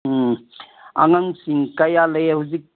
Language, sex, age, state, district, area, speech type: Manipuri, male, 60+, Manipur, Senapati, urban, conversation